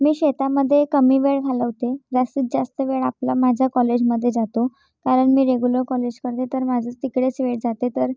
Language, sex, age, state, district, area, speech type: Marathi, female, 30-45, Maharashtra, Nagpur, urban, spontaneous